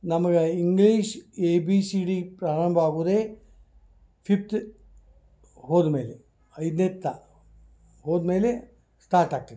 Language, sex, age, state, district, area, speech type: Kannada, male, 60+, Karnataka, Dharwad, rural, spontaneous